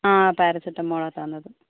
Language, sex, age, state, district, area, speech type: Malayalam, female, 60+, Kerala, Kozhikode, urban, conversation